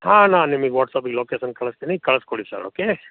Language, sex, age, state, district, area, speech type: Kannada, male, 45-60, Karnataka, Chikkamagaluru, rural, conversation